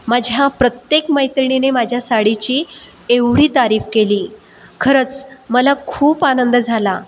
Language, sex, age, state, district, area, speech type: Marathi, female, 30-45, Maharashtra, Buldhana, urban, spontaneous